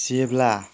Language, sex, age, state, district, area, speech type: Bodo, male, 18-30, Assam, Kokrajhar, rural, spontaneous